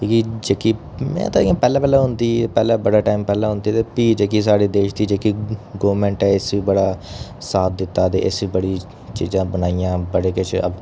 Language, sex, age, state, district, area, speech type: Dogri, male, 30-45, Jammu and Kashmir, Udhampur, urban, spontaneous